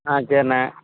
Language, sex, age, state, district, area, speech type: Tamil, male, 18-30, Tamil Nadu, Perambalur, urban, conversation